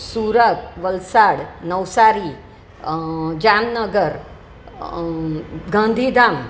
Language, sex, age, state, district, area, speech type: Gujarati, female, 60+, Gujarat, Surat, urban, spontaneous